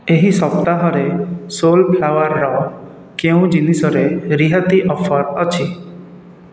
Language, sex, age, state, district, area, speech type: Odia, male, 30-45, Odisha, Khordha, rural, read